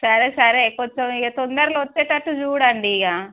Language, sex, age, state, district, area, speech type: Telugu, female, 30-45, Telangana, Warangal, rural, conversation